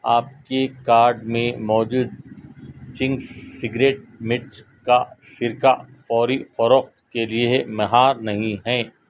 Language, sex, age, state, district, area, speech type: Urdu, male, 45-60, Telangana, Hyderabad, urban, read